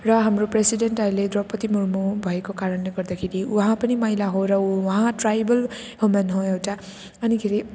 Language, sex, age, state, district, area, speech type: Nepali, female, 18-30, West Bengal, Jalpaiguri, rural, spontaneous